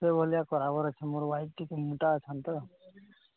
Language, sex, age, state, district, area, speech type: Odia, male, 45-60, Odisha, Nuapada, urban, conversation